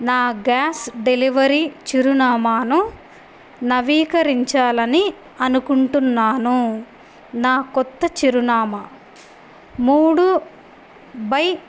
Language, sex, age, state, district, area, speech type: Telugu, female, 30-45, Andhra Pradesh, Annamaya, urban, spontaneous